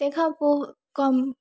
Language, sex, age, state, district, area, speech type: Sindhi, female, 18-30, Gujarat, Surat, urban, spontaneous